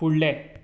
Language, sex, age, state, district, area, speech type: Goan Konkani, male, 18-30, Goa, Tiswadi, rural, read